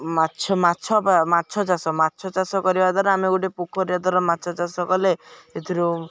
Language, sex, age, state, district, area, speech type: Odia, male, 18-30, Odisha, Jagatsinghpur, rural, spontaneous